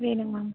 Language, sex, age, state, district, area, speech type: Tamil, female, 18-30, Tamil Nadu, Nilgiris, urban, conversation